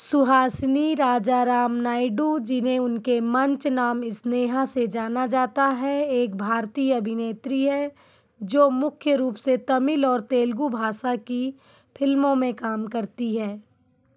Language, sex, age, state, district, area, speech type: Hindi, female, 30-45, Madhya Pradesh, Betul, urban, read